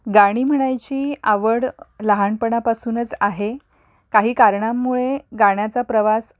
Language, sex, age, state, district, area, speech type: Marathi, female, 30-45, Maharashtra, Pune, urban, spontaneous